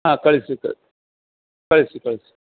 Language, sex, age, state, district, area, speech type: Kannada, male, 60+, Karnataka, Bellary, rural, conversation